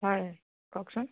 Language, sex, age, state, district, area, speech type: Assamese, female, 30-45, Assam, Biswanath, rural, conversation